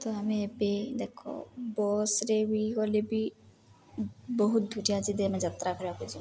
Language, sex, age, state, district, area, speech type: Odia, female, 18-30, Odisha, Subarnapur, urban, spontaneous